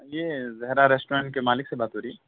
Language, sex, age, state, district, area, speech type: Urdu, male, 18-30, Delhi, South Delhi, urban, conversation